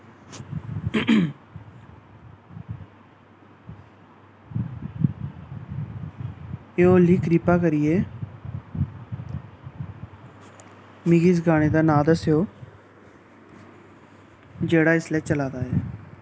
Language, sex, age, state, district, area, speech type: Dogri, male, 18-30, Jammu and Kashmir, Samba, rural, read